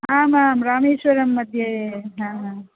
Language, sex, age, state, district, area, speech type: Sanskrit, female, 45-60, Rajasthan, Jaipur, rural, conversation